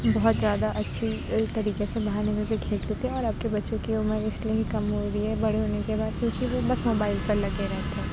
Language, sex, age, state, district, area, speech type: Urdu, female, 30-45, Uttar Pradesh, Aligarh, urban, spontaneous